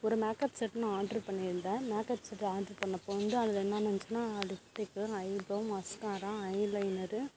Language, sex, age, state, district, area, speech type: Tamil, female, 18-30, Tamil Nadu, Tiruvarur, rural, spontaneous